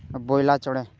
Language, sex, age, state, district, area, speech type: Santali, male, 18-30, West Bengal, Malda, rural, spontaneous